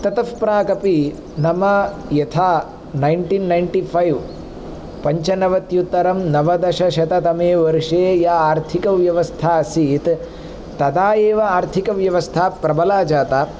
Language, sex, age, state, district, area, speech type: Sanskrit, male, 18-30, Andhra Pradesh, Palnadu, rural, spontaneous